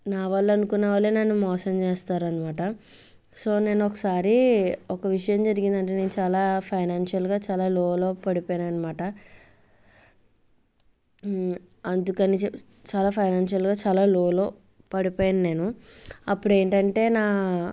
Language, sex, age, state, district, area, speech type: Telugu, female, 45-60, Andhra Pradesh, Kakinada, rural, spontaneous